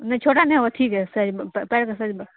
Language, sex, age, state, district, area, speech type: Urdu, female, 18-30, Bihar, Saharsa, rural, conversation